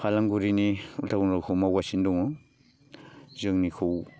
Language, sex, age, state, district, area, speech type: Bodo, male, 45-60, Assam, Baksa, rural, spontaneous